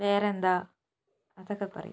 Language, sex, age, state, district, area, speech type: Malayalam, female, 30-45, Kerala, Wayanad, rural, spontaneous